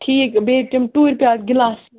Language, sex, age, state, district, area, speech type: Kashmiri, female, 30-45, Jammu and Kashmir, Ganderbal, rural, conversation